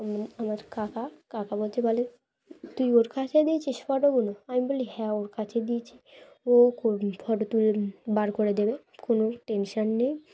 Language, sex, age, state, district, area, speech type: Bengali, female, 18-30, West Bengal, Dakshin Dinajpur, urban, spontaneous